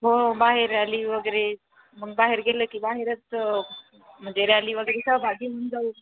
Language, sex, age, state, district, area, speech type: Marathi, female, 30-45, Maharashtra, Buldhana, rural, conversation